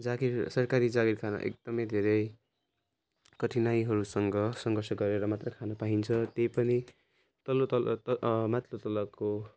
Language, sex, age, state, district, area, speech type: Nepali, male, 18-30, West Bengal, Jalpaiguri, rural, spontaneous